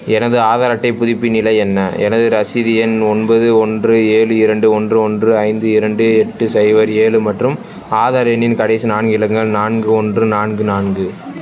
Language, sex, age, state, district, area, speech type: Tamil, male, 18-30, Tamil Nadu, Perambalur, urban, read